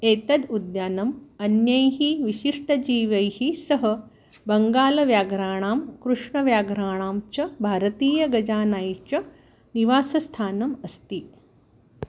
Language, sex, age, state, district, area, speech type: Sanskrit, female, 60+, Maharashtra, Wardha, urban, read